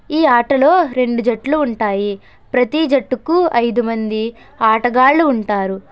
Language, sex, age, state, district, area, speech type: Telugu, female, 18-30, Andhra Pradesh, Konaseema, rural, spontaneous